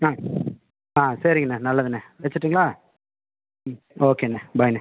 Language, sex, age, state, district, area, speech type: Tamil, male, 30-45, Tamil Nadu, Pudukkottai, rural, conversation